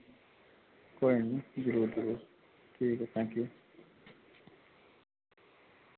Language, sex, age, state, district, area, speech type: Dogri, male, 30-45, Jammu and Kashmir, Reasi, rural, conversation